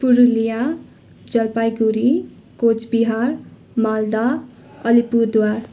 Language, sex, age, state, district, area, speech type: Nepali, female, 30-45, West Bengal, Darjeeling, rural, spontaneous